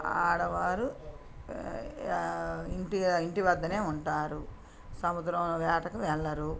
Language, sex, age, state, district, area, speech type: Telugu, female, 60+, Andhra Pradesh, Bapatla, urban, spontaneous